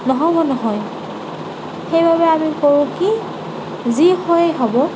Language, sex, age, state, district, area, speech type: Assamese, female, 45-60, Assam, Nagaon, rural, spontaneous